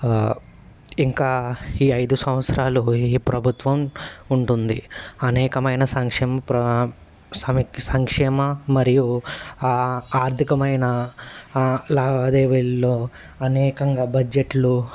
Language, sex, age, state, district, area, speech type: Telugu, male, 30-45, Andhra Pradesh, N T Rama Rao, urban, spontaneous